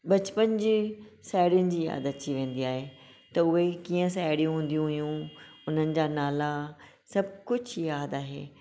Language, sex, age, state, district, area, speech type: Sindhi, female, 45-60, Maharashtra, Thane, urban, spontaneous